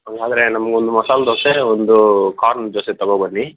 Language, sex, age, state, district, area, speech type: Kannada, male, 18-30, Karnataka, Tumkur, rural, conversation